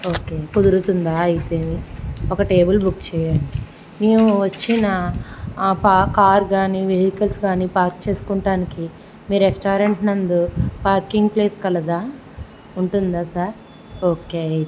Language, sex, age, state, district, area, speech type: Telugu, female, 18-30, Andhra Pradesh, Konaseema, rural, spontaneous